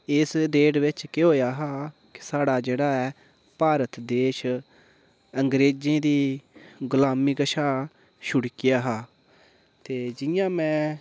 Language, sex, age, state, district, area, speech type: Dogri, male, 18-30, Jammu and Kashmir, Udhampur, rural, spontaneous